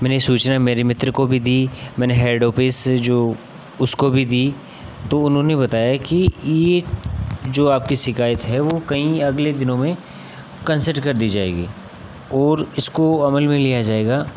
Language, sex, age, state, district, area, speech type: Hindi, male, 18-30, Rajasthan, Nagaur, rural, spontaneous